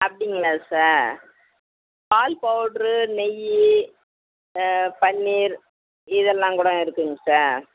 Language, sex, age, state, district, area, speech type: Tamil, female, 60+, Tamil Nadu, Kallakurichi, rural, conversation